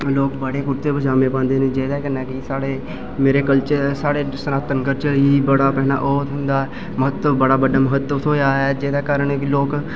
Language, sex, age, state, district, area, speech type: Dogri, male, 18-30, Jammu and Kashmir, Udhampur, rural, spontaneous